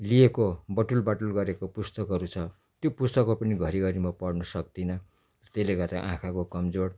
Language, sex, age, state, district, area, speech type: Nepali, male, 60+, West Bengal, Darjeeling, rural, spontaneous